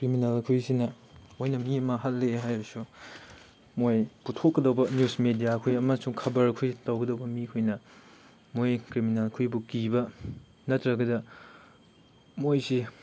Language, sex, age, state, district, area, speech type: Manipuri, male, 18-30, Manipur, Chandel, rural, spontaneous